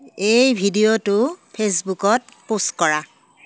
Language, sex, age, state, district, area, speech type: Assamese, female, 60+, Assam, Darrang, rural, read